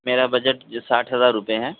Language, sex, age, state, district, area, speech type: Urdu, male, 18-30, Uttar Pradesh, Saharanpur, urban, conversation